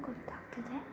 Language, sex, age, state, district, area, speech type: Kannada, female, 18-30, Karnataka, Tumkur, rural, spontaneous